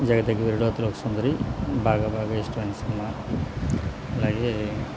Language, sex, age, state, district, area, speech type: Telugu, male, 30-45, Andhra Pradesh, Anakapalli, rural, spontaneous